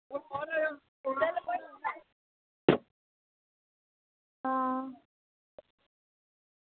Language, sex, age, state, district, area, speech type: Dogri, female, 30-45, Jammu and Kashmir, Udhampur, rural, conversation